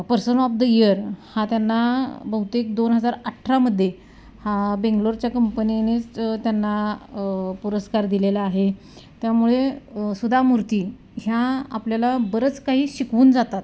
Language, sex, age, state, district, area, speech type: Marathi, female, 30-45, Maharashtra, Satara, rural, spontaneous